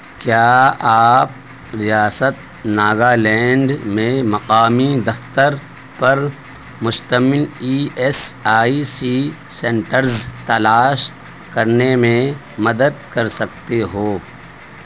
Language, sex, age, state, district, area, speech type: Urdu, male, 30-45, Delhi, Central Delhi, urban, read